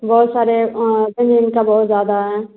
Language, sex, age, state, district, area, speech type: Hindi, female, 30-45, Uttar Pradesh, Azamgarh, rural, conversation